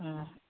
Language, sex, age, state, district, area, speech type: Manipuri, male, 30-45, Manipur, Chandel, rural, conversation